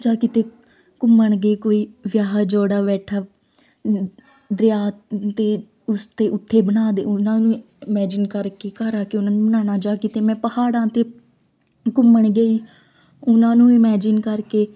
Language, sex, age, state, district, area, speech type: Punjabi, female, 18-30, Punjab, Shaheed Bhagat Singh Nagar, rural, spontaneous